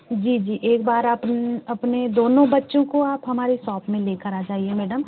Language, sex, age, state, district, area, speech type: Hindi, female, 18-30, Madhya Pradesh, Bhopal, urban, conversation